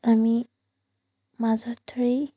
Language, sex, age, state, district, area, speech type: Assamese, female, 30-45, Assam, Majuli, urban, spontaneous